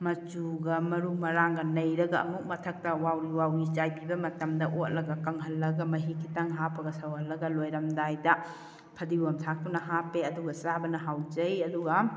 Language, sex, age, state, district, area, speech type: Manipuri, female, 45-60, Manipur, Kakching, rural, spontaneous